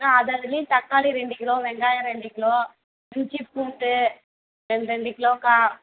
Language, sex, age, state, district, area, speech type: Tamil, female, 30-45, Tamil Nadu, Perambalur, rural, conversation